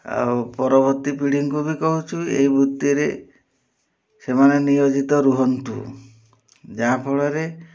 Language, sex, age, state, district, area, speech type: Odia, male, 60+, Odisha, Mayurbhanj, rural, spontaneous